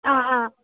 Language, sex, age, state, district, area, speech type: Nepali, female, 18-30, West Bengal, Darjeeling, rural, conversation